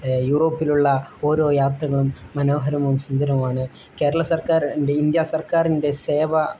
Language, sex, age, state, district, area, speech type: Malayalam, male, 18-30, Kerala, Kozhikode, rural, spontaneous